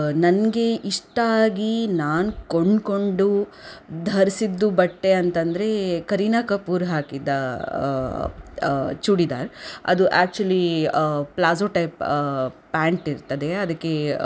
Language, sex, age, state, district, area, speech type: Kannada, female, 30-45, Karnataka, Udupi, rural, spontaneous